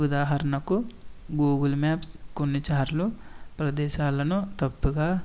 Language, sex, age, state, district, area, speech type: Telugu, male, 18-30, Andhra Pradesh, East Godavari, rural, spontaneous